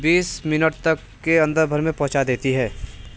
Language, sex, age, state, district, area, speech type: Hindi, male, 18-30, Uttar Pradesh, Mirzapur, rural, spontaneous